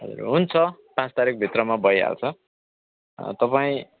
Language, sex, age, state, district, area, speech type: Nepali, male, 45-60, West Bengal, Kalimpong, rural, conversation